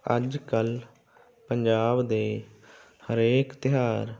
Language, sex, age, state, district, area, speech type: Punjabi, male, 45-60, Punjab, Barnala, rural, spontaneous